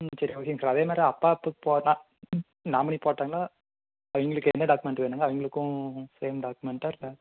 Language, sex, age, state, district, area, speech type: Tamil, male, 18-30, Tamil Nadu, Erode, rural, conversation